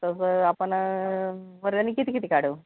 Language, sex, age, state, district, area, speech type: Marathi, female, 45-60, Maharashtra, Nagpur, urban, conversation